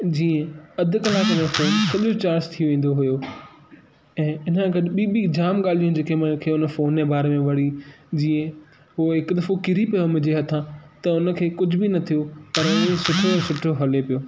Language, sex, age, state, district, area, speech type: Sindhi, male, 18-30, Maharashtra, Thane, urban, spontaneous